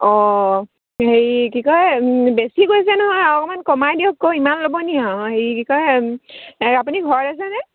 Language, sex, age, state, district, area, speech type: Assamese, female, 18-30, Assam, Sivasagar, rural, conversation